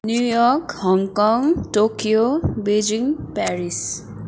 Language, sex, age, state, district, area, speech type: Nepali, female, 18-30, West Bengal, Kalimpong, rural, spontaneous